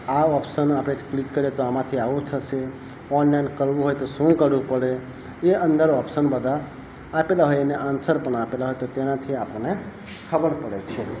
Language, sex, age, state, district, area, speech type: Gujarati, male, 30-45, Gujarat, Narmada, rural, spontaneous